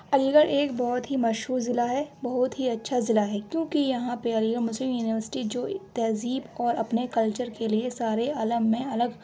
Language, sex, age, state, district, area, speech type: Urdu, female, 18-30, Uttar Pradesh, Aligarh, urban, spontaneous